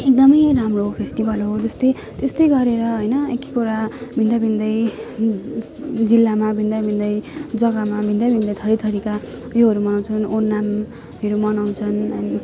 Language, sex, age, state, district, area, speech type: Nepali, female, 18-30, West Bengal, Jalpaiguri, rural, spontaneous